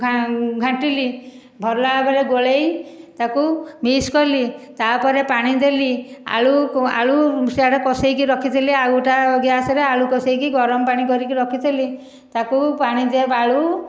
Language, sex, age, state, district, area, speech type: Odia, female, 60+, Odisha, Khordha, rural, spontaneous